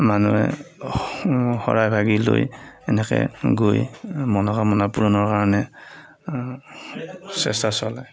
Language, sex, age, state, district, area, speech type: Assamese, male, 45-60, Assam, Darrang, rural, spontaneous